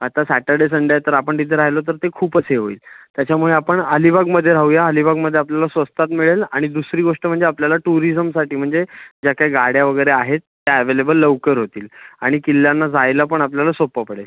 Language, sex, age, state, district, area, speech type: Marathi, male, 18-30, Maharashtra, Raigad, rural, conversation